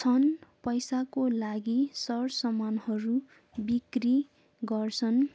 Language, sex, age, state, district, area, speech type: Nepali, female, 18-30, West Bengal, Darjeeling, rural, spontaneous